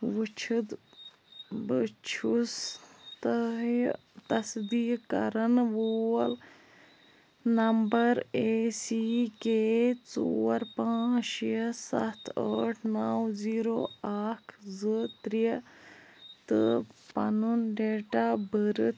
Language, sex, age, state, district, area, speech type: Kashmiri, female, 18-30, Jammu and Kashmir, Bandipora, rural, read